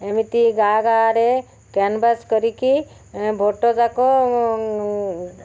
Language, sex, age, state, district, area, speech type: Odia, female, 45-60, Odisha, Malkangiri, urban, spontaneous